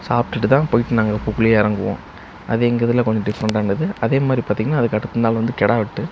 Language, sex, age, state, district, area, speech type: Tamil, male, 18-30, Tamil Nadu, Namakkal, rural, spontaneous